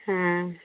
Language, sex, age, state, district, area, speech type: Hindi, female, 30-45, Uttar Pradesh, Prayagraj, rural, conversation